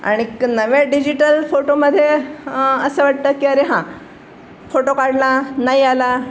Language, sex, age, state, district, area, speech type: Marathi, female, 60+, Maharashtra, Pune, urban, spontaneous